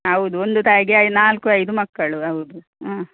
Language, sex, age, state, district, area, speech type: Kannada, female, 45-60, Karnataka, Dakshina Kannada, rural, conversation